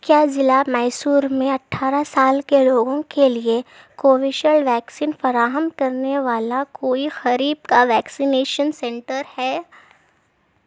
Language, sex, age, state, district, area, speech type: Urdu, female, 18-30, Telangana, Hyderabad, urban, read